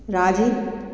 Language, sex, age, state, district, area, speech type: Sindhi, female, 45-60, Gujarat, Junagadh, urban, read